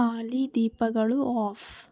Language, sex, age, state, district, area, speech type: Kannada, female, 18-30, Karnataka, Chitradurga, urban, read